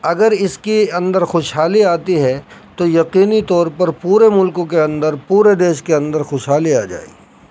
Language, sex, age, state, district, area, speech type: Urdu, male, 30-45, Uttar Pradesh, Saharanpur, urban, spontaneous